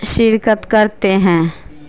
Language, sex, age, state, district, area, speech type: Urdu, female, 30-45, Bihar, Madhubani, rural, spontaneous